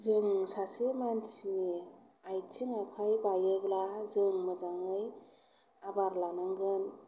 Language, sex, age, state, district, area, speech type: Bodo, female, 45-60, Assam, Kokrajhar, rural, spontaneous